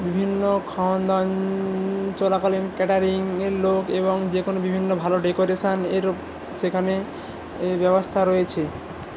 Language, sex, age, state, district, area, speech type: Bengali, male, 18-30, West Bengal, Paschim Medinipur, rural, spontaneous